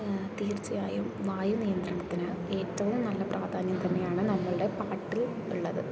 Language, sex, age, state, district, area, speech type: Malayalam, female, 18-30, Kerala, Palakkad, rural, spontaneous